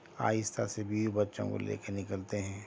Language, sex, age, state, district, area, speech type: Urdu, female, 45-60, Telangana, Hyderabad, urban, spontaneous